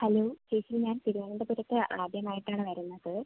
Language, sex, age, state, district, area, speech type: Malayalam, female, 18-30, Kerala, Thiruvananthapuram, rural, conversation